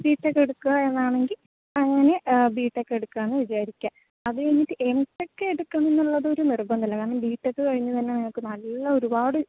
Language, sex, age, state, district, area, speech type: Malayalam, female, 18-30, Kerala, Kozhikode, rural, conversation